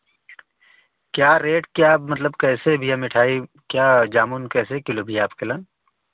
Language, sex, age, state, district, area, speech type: Hindi, male, 18-30, Uttar Pradesh, Varanasi, rural, conversation